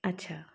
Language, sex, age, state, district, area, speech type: Marathi, female, 30-45, Maharashtra, Satara, urban, spontaneous